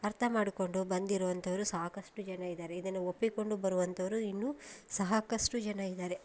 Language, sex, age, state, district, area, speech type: Kannada, female, 30-45, Karnataka, Koppal, urban, spontaneous